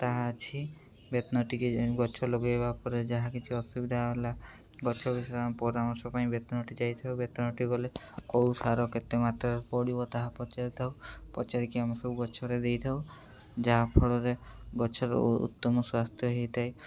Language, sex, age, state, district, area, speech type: Odia, male, 18-30, Odisha, Mayurbhanj, rural, spontaneous